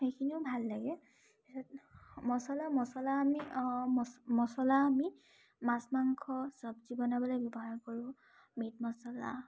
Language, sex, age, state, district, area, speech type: Assamese, female, 18-30, Assam, Tinsukia, rural, spontaneous